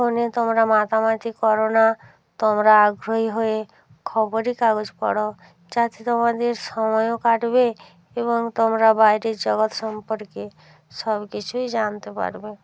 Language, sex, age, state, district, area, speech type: Bengali, female, 45-60, West Bengal, North 24 Parganas, rural, spontaneous